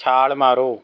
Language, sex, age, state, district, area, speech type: Punjabi, male, 18-30, Punjab, Rupnagar, rural, read